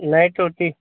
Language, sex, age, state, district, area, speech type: Hindi, male, 45-60, Uttar Pradesh, Prayagraj, rural, conversation